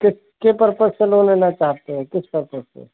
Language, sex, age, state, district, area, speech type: Hindi, male, 30-45, Uttar Pradesh, Sitapur, rural, conversation